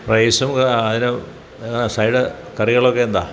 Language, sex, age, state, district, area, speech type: Malayalam, male, 60+, Kerala, Kottayam, rural, spontaneous